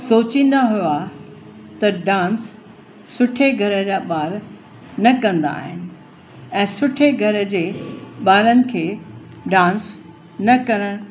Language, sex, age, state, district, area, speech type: Sindhi, female, 60+, Uttar Pradesh, Lucknow, urban, spontaneous